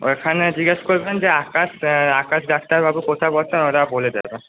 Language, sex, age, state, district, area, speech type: Bengali, male, 18-30, West Bengal, Purba Bardhaman, urban, conversation